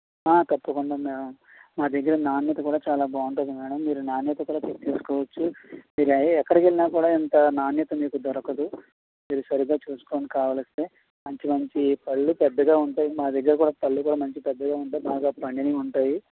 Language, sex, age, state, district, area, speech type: Telugu, male, 60+, Andhra Pradesh, Konaseema, rural, conversation